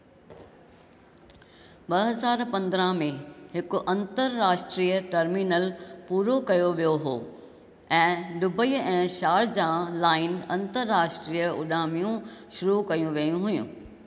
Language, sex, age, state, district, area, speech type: Sindhi, female, 60+, Maharashtra, Thane, urban, read